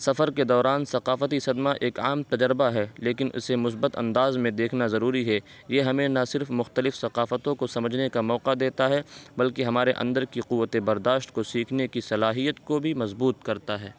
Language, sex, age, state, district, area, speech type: Urdu, male, 18-30, Uttar Pradesh, Saharanpur, urban, spontaneous